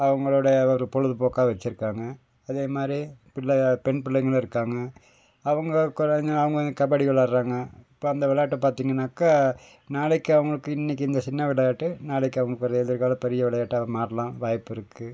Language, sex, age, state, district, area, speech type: Tamil, male, 45-60, Tamil Nadu, Nilgiris, rural, spontaneous